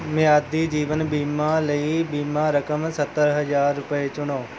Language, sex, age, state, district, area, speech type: Punjabi, male, 18-30, Punjab, Mohali, rural, read